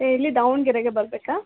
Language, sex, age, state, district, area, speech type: Kannada, female, 18-30, Karnataka, Davanagere, rural, conversation